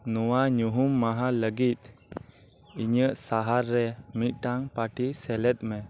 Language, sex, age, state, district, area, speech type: Santali, male, 18-30, West Bengal, Birbhum, rural, read